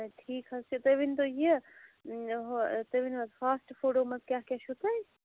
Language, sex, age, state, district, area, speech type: Kashmiri, female, 45-60, Jammu and Kashmir, Shopian, urban, conversation